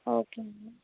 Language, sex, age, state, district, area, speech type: Telugu, female, 18-30, Telangana, Mancherial, rural, conversation